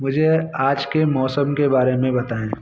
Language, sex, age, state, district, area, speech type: Hindi, male, 30-45, Uttar Pradesh, Mirzapur, urban, read